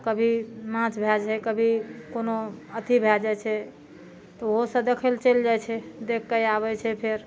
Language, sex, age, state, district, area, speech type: Maithili, female, 60+, Bihar, Madhepura, rural, spontaneous